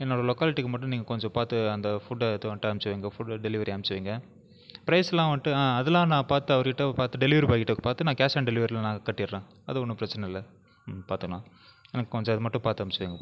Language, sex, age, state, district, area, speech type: Tamil, male, 30-45, Tamil Nadu, Viluppuram, urban, spontaneous